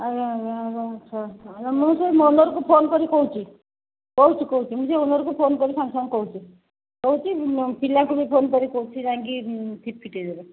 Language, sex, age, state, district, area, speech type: Odia, female, 60+, Odisha, Angul, rural, conversation